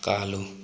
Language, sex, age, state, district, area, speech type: Manipuri, male, 18-30, Manipur, Thoubal, rural, read